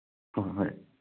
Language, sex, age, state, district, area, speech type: Manipuri, male, 60+, Manipur, Churachandpur, urban, conversation